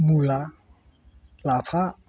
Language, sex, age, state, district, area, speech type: Bodo, male, 60+, Assam, Chirang, rural, spontaneous